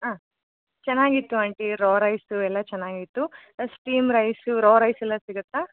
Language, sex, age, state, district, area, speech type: Kannada, female, 45-60, Karnataka, Chitradurga, rural, conversation